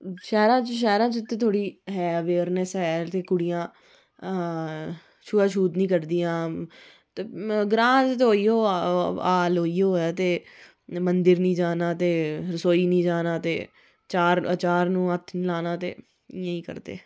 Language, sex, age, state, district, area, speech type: Dogri, female, 30-45, Jammu and Kashmir, Reasi, rural, spontaneous